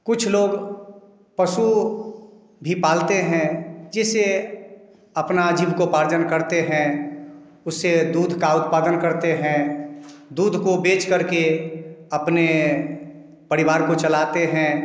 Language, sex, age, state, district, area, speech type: Hindi, male, 45-60, Bihar, Samastipur, urban, spontaneous